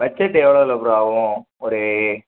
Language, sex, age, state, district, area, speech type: Tamil, male, 18-30, Tamil Nadu, Perambalur, rural, conversation